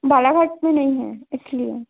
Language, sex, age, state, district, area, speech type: Hindi, female, 18-30, Madhya Pradesh, Balaghat, rural, conversation